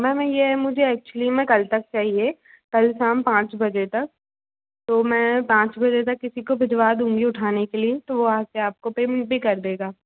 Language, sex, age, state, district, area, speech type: Hindi, female, 45-60, Madhya Pradesh, Bhopal, urban, conversation